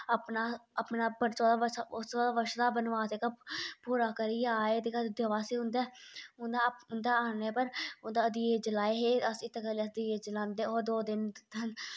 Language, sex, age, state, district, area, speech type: Dogri, female, 30-45, Jammu and Kashmir, Udhampur, urban, spontaneous